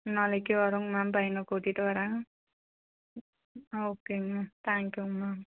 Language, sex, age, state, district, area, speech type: Tamil, female, 60+, Tamil Nadu, Cuddalore, urban, conversation